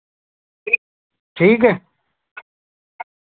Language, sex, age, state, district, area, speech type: Hindi, male, 45-60, Rajasthan, Bharatpur, urban, conversation